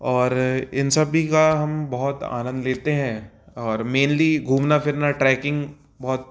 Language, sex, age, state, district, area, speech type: Hindi, male, 30-45, Madhya Pradesh, Jabalpur, urban, spontaneous